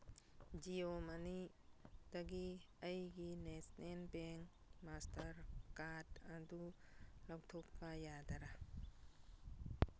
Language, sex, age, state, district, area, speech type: Manipuri, female, 60+, Manipur, Churachandpur, urban, read